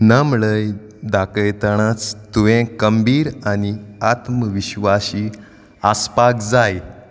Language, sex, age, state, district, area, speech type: Goan Konkani, male, 18-30, Goa, Salcete, rural, read